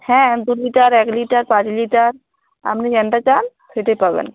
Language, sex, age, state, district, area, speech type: Bengali, female, 45-60, West Bengal, Uttar Dinajpur, urban, conversation